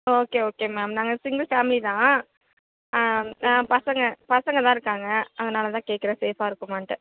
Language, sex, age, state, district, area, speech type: Tamil, female, 30-45, Tamil Nadu, Nagapattinam, rural, conversation